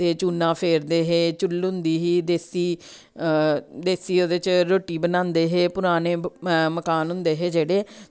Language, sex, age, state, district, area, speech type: Dogri, female, 45-60, Jammu and Kashmir, Samba, rural, spontaneous